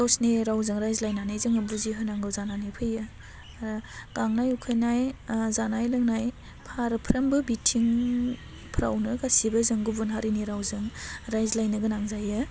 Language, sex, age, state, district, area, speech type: Bodo, female, 18-30, Assam, Baksa, rural, spontaneous